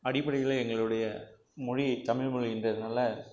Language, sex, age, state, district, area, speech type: Tamil, male, 45-60, Tamil Nadu, Krishnagiri, rural, spontaneous